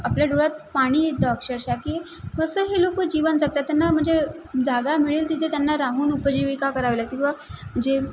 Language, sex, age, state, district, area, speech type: Marathi, female, 18-30, Maharashtra, Mumbai City, urban, spontaneous